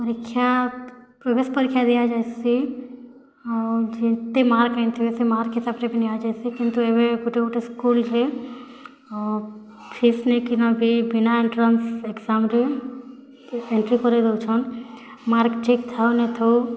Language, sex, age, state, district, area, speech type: Odia, female, 18-30, Odisha, Bargarh, urban, spontaneous